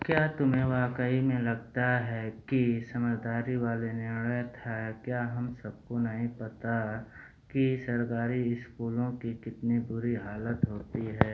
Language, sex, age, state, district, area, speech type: Hindi, male, 30-45, Uttar Pradesh, Mau, rural, read